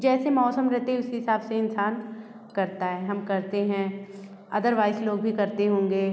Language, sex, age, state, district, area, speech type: Hindi, female, 30-45, Uttar Pradesh, Bhadohi, urban, spontaneous